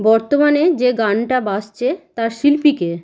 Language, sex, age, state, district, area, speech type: Bengali, female, 30-45, West Bengal, Malda, rural, read